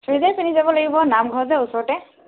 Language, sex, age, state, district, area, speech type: Assamese, female, 30-45, Assam, Tinsukia, urban, conversation